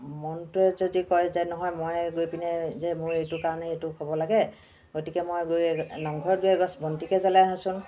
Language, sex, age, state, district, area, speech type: Assamese, female, 45-60, Assam, Charaideo, urban, spontaneous